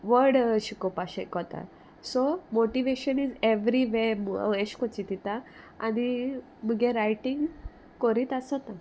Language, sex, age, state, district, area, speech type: Goan Konkani, female, 18-30, Goa, Salcete, rural, spontaneous